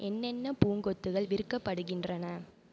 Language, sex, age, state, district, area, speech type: Tamil, female, 18-30, Tamil Nadu, Mayiladuthurai, urban, read